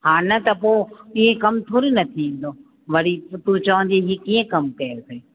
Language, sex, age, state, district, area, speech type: Sindhi, female, 45-60, Rajasthan, Ajmer, urban, conversation